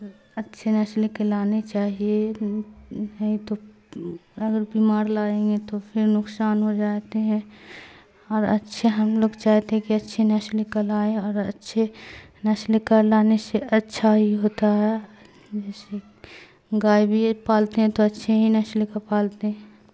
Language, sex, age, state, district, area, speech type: Urdu, female, 45-60, Bihar, Darbhanga, rural, spontaneous